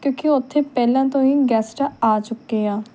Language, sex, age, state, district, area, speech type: Punjabi, female, 18-30, Punjab, Tarn Taran, urban, spontaneous